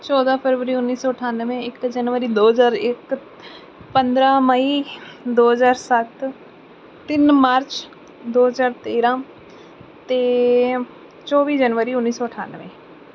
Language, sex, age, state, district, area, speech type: Punjabi, female, 18-30, Punjab, Mansa, urban, spontaneous